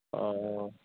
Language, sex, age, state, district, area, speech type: Assamese, male, 30-45, Assam, Goalpara, rural, conversation